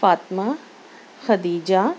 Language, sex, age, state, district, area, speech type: Urdu, female, 30-45, Maharashtra, Nashik, urban, spontaneous